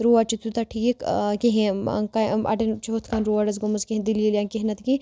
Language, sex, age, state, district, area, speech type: Kashmiri, female, 18-30, Jammu and Kashmir, Baramulla, rural, spontaneous